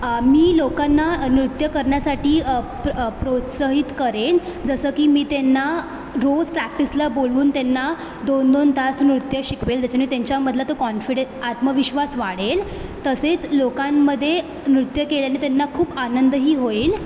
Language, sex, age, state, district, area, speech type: Marathi, female, 18-30, Maharashtra, Mumbai Suburban, urban, spontaneous